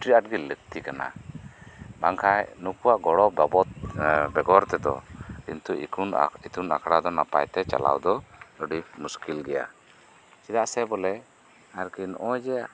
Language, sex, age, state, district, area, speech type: Santali, male, 45-60, West Bengal, Birbhum, rural, spontaneous